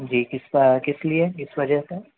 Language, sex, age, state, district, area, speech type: Urdu, male, 18-30, Telangana, Hyderabad, urban, conversation